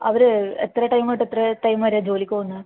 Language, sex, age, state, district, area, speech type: Malayalam, female, 18-30, Kerala, Kasaragod, rural, conversation